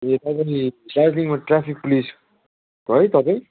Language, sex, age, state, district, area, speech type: Nepali, male, 30-45, West Bengal, Darjeeling, rural, conversation